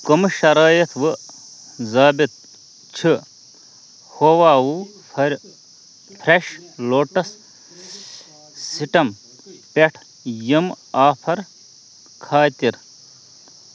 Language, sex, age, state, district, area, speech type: Kashmiri, male, 30-45, Jammu and Kashmir, Ganderbal, rural, read